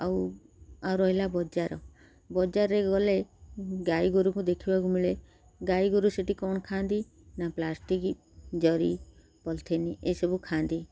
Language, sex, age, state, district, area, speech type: Odia, female, 45-60, Odisha, Kendrapara, urban, spontaneous